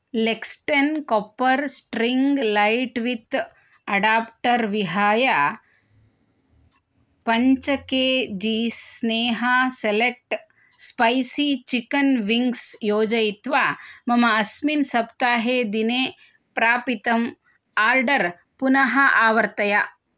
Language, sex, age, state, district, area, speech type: Sanskrit, female, 30-45, Karnataka, Shimoga, rural, read